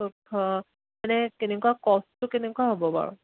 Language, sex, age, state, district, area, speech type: Assamese, female, 30-45, Assam, Jorhat, urban, conversation